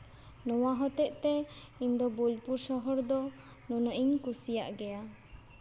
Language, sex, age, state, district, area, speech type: Santali, female, 18-30, West Bengal, Purba Bardhaman, rural, spontaneous